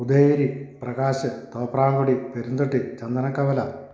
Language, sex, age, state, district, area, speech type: Malayalam, male, 45-60, Kerala, Idukki, rural, spontaneous